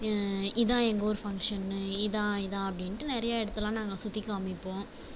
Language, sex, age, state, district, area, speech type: Tamil, female, 30-45, Tamil Nadu, Viluppuram, rural, spontaneous